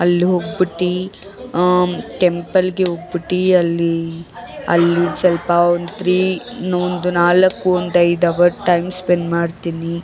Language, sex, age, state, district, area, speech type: Kannada, female, 18-30, Karnataka, Bangalore Urban, urban, spontaneous